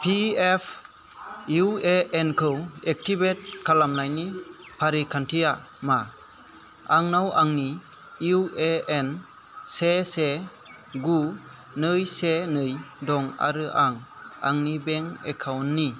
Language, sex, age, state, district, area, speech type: Bodo, male, 30-45, Assam, Kokrajhar, rural, read